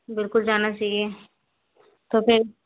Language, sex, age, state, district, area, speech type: Hindi, female, 30-45, Madhya Pradesh, Gwalior, rural, conversation